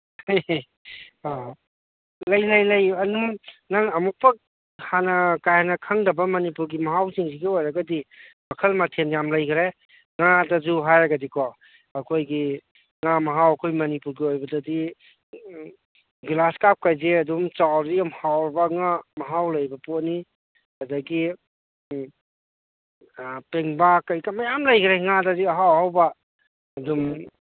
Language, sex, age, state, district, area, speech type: Manipuri, male, 30-45, Manipur, Kangpokpi, urban, conversation